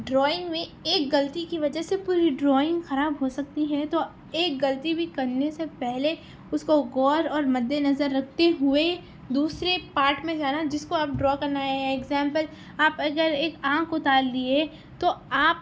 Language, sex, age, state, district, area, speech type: Urdu, female, 18-30, Telangana, Hyderabad, rural, spontaneous